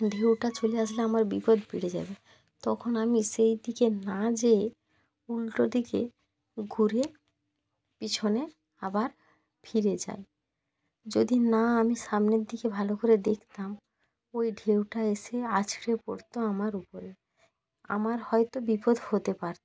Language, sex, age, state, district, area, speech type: Bengali, female, 18-30, West Bengal, Jalpaiguri, rural, spontaneous